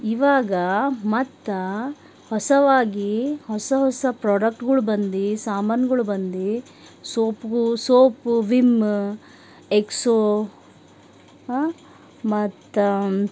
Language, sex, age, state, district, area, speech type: Kannada, female, 30-45, Karnataka, Bidar, urban, spontaneous